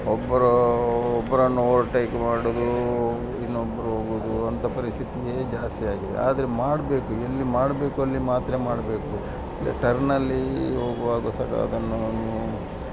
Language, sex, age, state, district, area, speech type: Kannada, male, 60+, Karnataka, Dakshina Kannada, rural, spontaneous